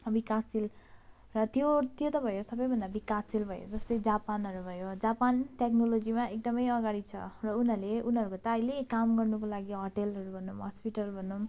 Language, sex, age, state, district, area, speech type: Nepali, female, 30-45, West Bengal, Darjeeling, rural, spontaneous